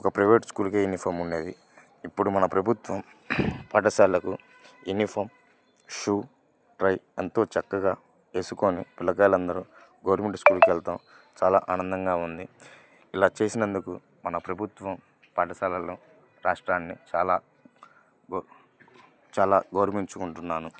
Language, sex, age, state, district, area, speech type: Telugu, male, 18-30, Andhra Pradesh, Bapatla, rural, spontaneous